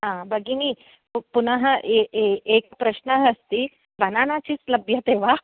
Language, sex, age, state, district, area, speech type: Sanskrit, female, 45-60, Karnataka, Shimoga, urban, conversation